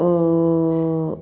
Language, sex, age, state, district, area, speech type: Malayalam, female, 45-60, Kerala, Palakkad, rural, spontaneous